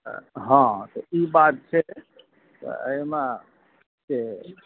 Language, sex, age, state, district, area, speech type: Maithili, male, 45-60, Bihar, Saharsa, urban, conversation